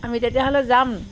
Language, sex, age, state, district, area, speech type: Assamese, female, 45-60, Assam, Sivasagar, rural, spontaneous